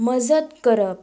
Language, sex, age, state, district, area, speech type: Goan Konkani, female, 18-30, Goa, Tiswadi, rural, read